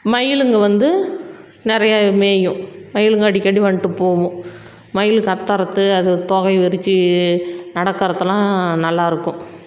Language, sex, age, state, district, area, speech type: Tamil, female, 45-60, Tamil Nadu, Salem, rural, spontaneous